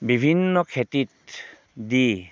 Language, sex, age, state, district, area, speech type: Assamese, male, 45-60, Assam, Dhemaji, rural, spontaneous